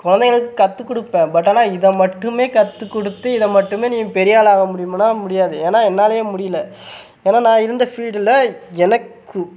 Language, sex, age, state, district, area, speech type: Tamil, male, 18-30, Tamil Nadu, Sivaganga, rural, spontaneous